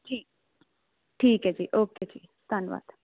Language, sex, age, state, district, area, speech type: Punjabi, female, 18-30, Punjab, Jalandhar, urban, conversation